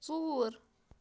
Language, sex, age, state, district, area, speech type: Kashmiri, female, 30-45, Jammu and Kashmir, Bandipora, rural, read